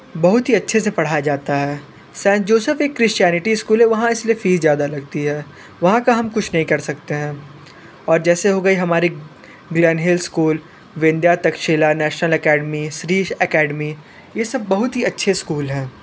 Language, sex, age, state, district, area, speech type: Hindi, male, 18-30, Uttar Pradesh, Sonbhadra, rural, spontaneous